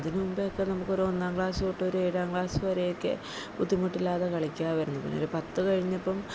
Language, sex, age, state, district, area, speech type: Malayalam, female, 30-45, Kerala, Idukki, rural, spontaneous